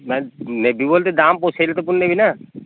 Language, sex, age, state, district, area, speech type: Odia, male, 30-45, Odisha, Nayagarh, rural, conversation